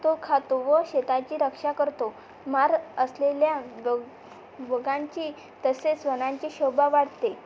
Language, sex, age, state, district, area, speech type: Marathi, female, 18-30, Maharashtra, Amravati, urban, spontaneous